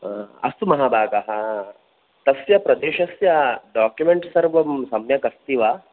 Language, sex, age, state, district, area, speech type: Sanskrit, male, 18-30, Karnataka, Dakshina Kannada, rural, conversation